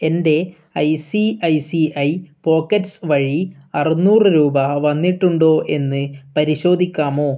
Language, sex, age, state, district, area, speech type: Malayalam, male, 18-30, Kerala, Kannur, rural, read